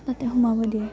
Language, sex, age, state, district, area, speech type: Assamese, female, 18-30, Assam, Udalguri, rural, spontaneous